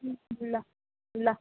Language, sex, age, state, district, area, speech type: Nepali, female, 18-30, West Bengal, Jalpaiguri, urban, conversation